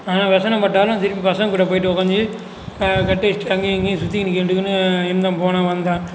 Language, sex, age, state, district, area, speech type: Tamil, male, 45-60, Tamil Nadu, Cuddalore, rural, spontaneous